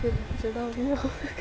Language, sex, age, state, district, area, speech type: Dogri, female, 18-30, Jammu and Kashmir, Samba, rural, spontaneous